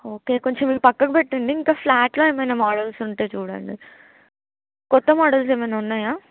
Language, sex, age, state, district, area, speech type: Telugu, female, 18-30, Telangana, Adilabad, urban, conversation